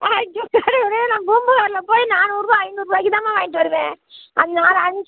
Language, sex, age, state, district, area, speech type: Tamil, female, 60+, Tamil Nadu, Tiruppur, rural, conversation